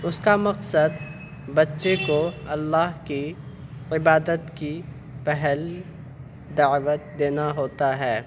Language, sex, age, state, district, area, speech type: Urdu, male, 18-30, Bihar, Purnia, rural, spontaneous